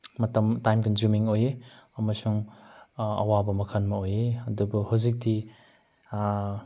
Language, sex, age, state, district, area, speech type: Manipuri, male, 30-45, Manipur, Chandel, rural, spontaneous